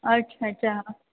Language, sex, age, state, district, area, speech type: Marathi, female, 30-45, Maharashtra, Ahmednagar, urban, conversation